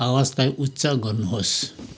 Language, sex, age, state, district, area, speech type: Nepali, male, 60+, West Bengal, Kalimpong, rural, read